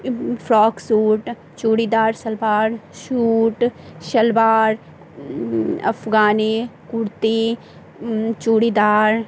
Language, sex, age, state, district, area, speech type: Maithili, female, 30-45, Bihar, Madhubani, rural, spontaneous